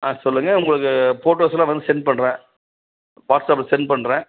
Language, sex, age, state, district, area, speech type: Tamil, male, 45-60, Tamil Nadu, Dharmapuri, urban, conversation